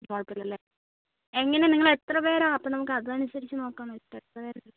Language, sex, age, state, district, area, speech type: Malayalam, male, 30-45, Kerala, Wayanad, rural, conversation